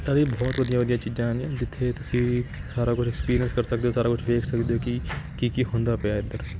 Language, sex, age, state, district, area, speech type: Punjabi, male, 18-30, Punjab, Kapurthala, urban, spontaneous